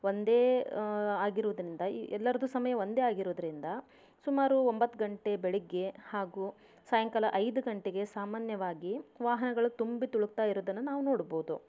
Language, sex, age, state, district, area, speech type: Kannada, female, 30-45, Karnataka, Davanagere, rural, spontaneous